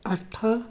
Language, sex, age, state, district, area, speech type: Odia, female, 60+, Odisha, Cuttack, urban, read